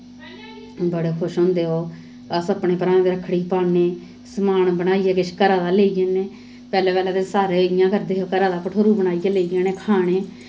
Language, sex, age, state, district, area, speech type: Dogri, female, 30-45, Jammu and Kashmir, Samba, rural, spontaneous